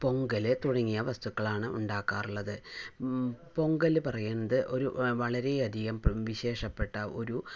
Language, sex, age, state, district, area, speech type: Malayalam, female, 60+, Kerala, Palakkad, rural, spontaneous